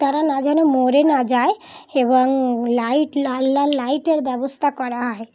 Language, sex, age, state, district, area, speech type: Bengali, female, 30-45, West Bengal, Dakshin Dinajpur, urban, spontaneous